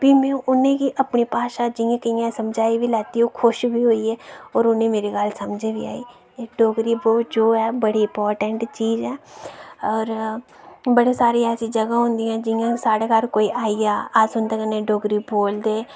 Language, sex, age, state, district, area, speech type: Dogri, female, 18-30, Jammu and Kashmir, Reasi, rural, spontaneous